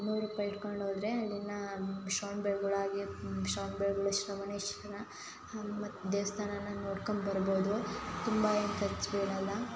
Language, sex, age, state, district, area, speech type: Kannada, female, 18-30, Karnataka, Hassan, rural, spontaneous